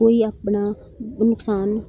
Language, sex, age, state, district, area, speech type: Punjabi, female, 45-60, Punjab, Jalandhar, urban, spontaneous